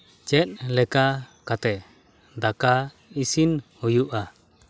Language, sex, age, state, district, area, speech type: Santali, male, 30-45, West Bengal, Malda, rural, read